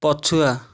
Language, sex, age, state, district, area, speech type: Odia, male, 18-30, Odisha, Nayagarh, rural, read